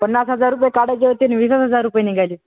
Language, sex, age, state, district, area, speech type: Marathi, male, 18-30, Maharashtra, Hingoli, urban, conversation